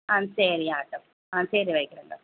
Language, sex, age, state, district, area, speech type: Tamil, female, 30-45, Tamil Nadu, Thoothukudi, rural, conversation